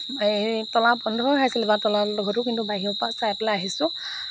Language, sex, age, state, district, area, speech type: Assamese, female, 30-45, Assam, Morigaon, rural, spontaneous